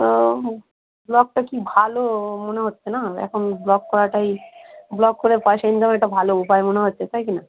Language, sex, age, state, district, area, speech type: Bengali, female, 45-60, West Bengal, Dakshin Dinajpur, urban, conversation